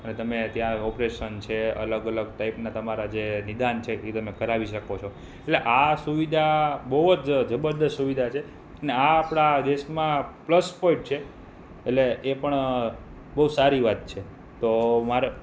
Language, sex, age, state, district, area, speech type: Gujarati, male, 30-45, Gujarat, Rajkot, urban, spontaneous